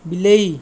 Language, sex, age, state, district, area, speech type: Odia, male, 60+, Odisha, Jajpur, rural, read